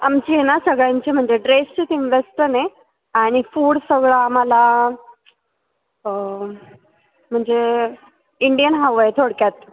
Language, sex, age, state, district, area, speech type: Marathi, female, 18-30, Maharashtra, Ahmednagar, rural, conversation